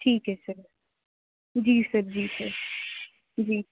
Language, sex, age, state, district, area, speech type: Punjabi, female, 18-30, Punjab, Bathinda, urban, conversation